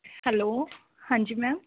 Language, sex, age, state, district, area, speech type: Punjabi, female, 18-30, Punjab, Rupnagar, urban, conversation